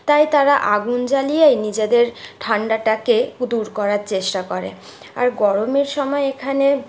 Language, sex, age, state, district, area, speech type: Bengali, female, 30-45, West Bengal, Purulia, rural, spontaneous